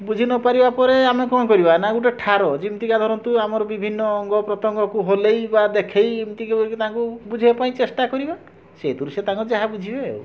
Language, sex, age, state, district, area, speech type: Odia, male, 60+, Odisha, Mayurbhanj, rural, spontaneous